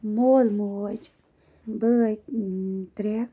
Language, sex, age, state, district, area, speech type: Kashmiri, female, 30-45, Jammu and Kashmir, Baramulla, rural, spontaneous